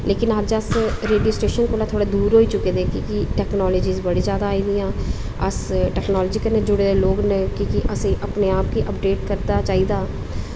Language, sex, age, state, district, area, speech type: Dogri, female, 30-45, Jammu and Kashmir, Udhampur, urban, spontaneous